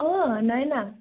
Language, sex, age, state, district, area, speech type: Assamese, female, 18-30, Assam, Goalpara, urban, conversation